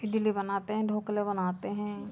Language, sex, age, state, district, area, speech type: Hindi, female, 30-45, Madhya Pradesh, Seoni, urban, spontaneous